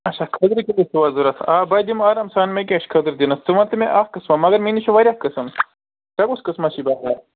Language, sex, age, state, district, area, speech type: Kashmiri, male, 45-60, Jammu and Kashmir, Srinagar, urban, conversation